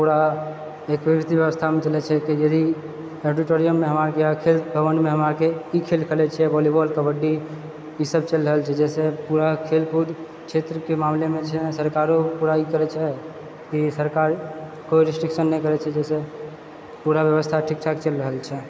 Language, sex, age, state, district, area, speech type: Maithili, male, 30-45, Bihar, Purnia, rural, spontaneous